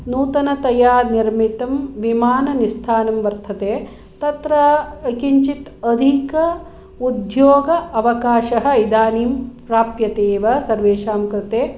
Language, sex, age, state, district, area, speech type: Sanskrit, female, 45-60, Karnataka, Hassan, rural, spontaneous